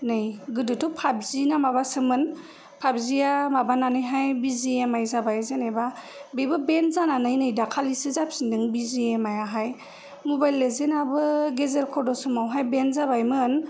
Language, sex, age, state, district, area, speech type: Bodo, female, 30-45, Assam, Kokrajhar, urban, spontaneous